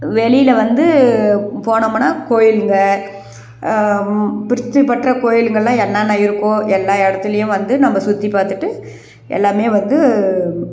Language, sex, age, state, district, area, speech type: Tamil, female, 60+, Tamil Nadu, Krishnagiri, rural, spontaneous